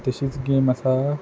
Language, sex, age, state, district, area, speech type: Goan Konkani, male, 18-30, Goa, Quepem, rural, spontaneous